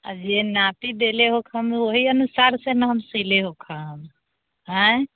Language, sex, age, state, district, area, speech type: Maithili, female, 30-45, Bihar, Sitamarhi, urban, conversation